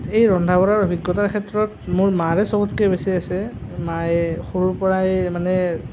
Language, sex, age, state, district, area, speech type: Assamese, male, 30-45, Assam, Nalbari, rural, spontaneous